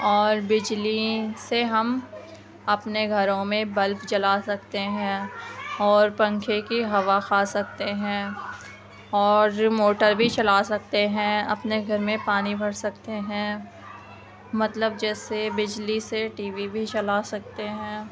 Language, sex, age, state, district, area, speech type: Urdu, female, 45-60, Delhi, Central Delhi, rural, spontaneous